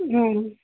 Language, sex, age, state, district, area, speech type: Kannada, female, 60+, Karnataka, Belgaum, rural, conversation